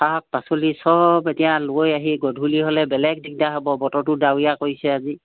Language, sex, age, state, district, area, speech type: Assamese, female, 60+, Assam, Charaideo, rural, conversation